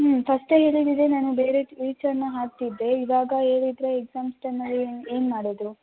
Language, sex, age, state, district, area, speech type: Kannada, female, 18-30, Karnataka, Kolar, rural, conversation